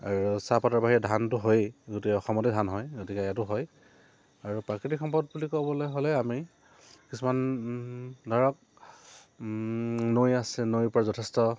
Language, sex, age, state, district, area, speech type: Assamese, male, 45-60, Assam, Dibrugarh, urban, spontaneous